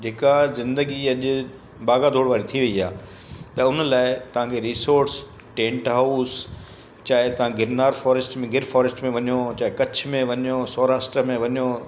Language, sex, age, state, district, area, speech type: Sindhi, male, 60+, Gujarat, Kutch, urban, spontaneous